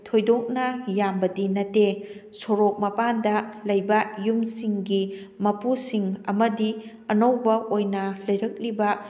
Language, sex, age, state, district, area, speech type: Manipuri, female, 45-60, Manipur, Kakching, rural, spontaneous